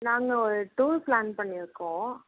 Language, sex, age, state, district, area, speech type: Tamil, female, 18-30, Tamil Nadu, Tiruvarur, rural, conversation